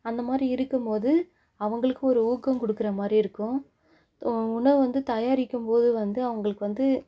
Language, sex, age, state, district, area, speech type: Tamil, female, 18-30, Tamil Nadu, Mayiladuthurai, rural, spontaneous